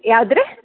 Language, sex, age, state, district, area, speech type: Kannada, female, 45-60, Karnataka, Bellary, urban, conversation